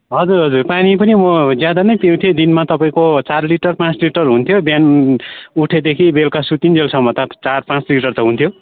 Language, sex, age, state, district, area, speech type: Nepali, male, 45-60, West Bengal, Darjeeling, rural, conversation